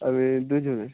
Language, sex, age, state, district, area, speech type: Bengali, male, 18-30, West Bengal, Uttar Dinajpur, urban, conversation